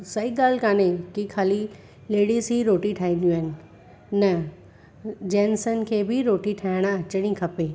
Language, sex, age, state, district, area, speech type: Sindhi, female, 30-45, Gujarat, Surat, urban, spontaneous